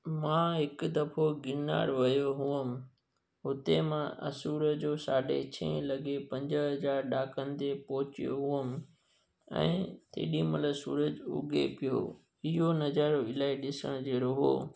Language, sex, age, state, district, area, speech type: Sindhi, male, 30-45, Gujarat, Junagadh, rural, spontaneous